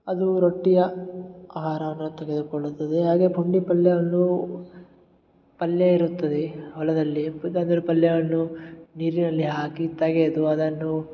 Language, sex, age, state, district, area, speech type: Kannada, male, 18-30, Karnataka, Gulbarga, urban, spontaneous